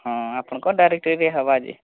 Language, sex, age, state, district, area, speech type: Odia, male, 45-60, Odisha, Nuapada, urban, conversation